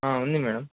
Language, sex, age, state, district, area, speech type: Telugu, male, 30-45, Telangana, Ranga Reddy, urban, conversation